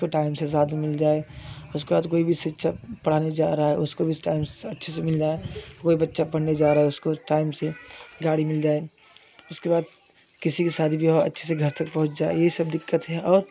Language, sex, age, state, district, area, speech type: Hindi, male, 30-45, Uttar Pradesh, Jaunpur, urban, spontaneous